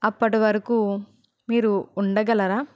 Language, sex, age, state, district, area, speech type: Telugu, female, 18-30, Telangana, Karimnagar, rural, spontaneous